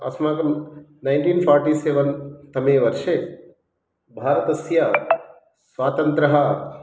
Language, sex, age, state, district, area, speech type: Sanskrit, male, 30-45, Telangana, Hyderabad, urban, spontaneous